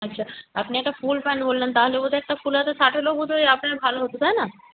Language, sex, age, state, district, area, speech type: Bengali, female, 18-30, West Bengal, Purba Medinipur, rural, conversation